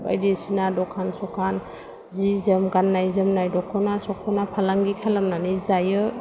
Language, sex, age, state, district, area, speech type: Bodo, female, 30-45, Assam, Chirang, urban, spontaneous